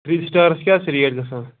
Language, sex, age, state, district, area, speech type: Kashmiri, male, 30-45, Jammu and Kashmir, Pulwama, rural, conversation